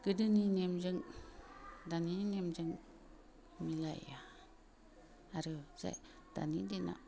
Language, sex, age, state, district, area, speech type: Bodo, female, 60+, Assam, Kokrajhar, urban, spontaneous